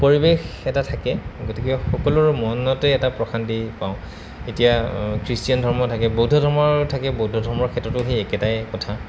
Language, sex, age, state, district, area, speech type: Assamese, male, 30-45, Assam, Goalpara, urban, spontaneous